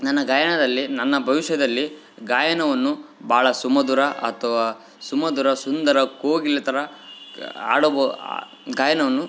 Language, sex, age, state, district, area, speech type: Kannada, male, 18-30, Karnataka, Bellary, rural, spontaneous